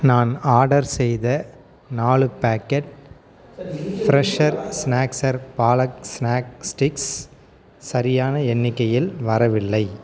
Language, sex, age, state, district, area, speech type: Tamil, male, 30-45, Tamil Nadu, Salem, rural, read